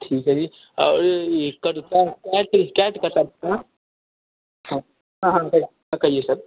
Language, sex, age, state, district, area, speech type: Hindi, male, 30-45, Bihar, Darbhanga, rural, conversation